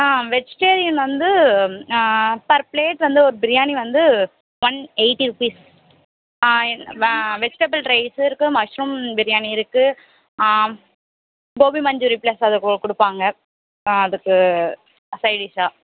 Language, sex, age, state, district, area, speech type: Tamil, female, 18-30, Tamil Nadu, Perambalur, rural, conversation